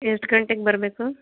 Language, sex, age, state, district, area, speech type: Kannada, female, 30-45, Karnataka, Mysore, urban, conversation